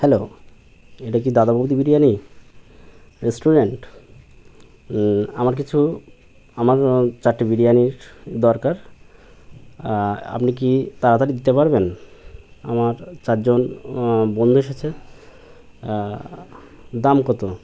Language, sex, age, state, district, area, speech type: Bengali, male, 18-30, West Bengal, Birbhum, urban, spontaneous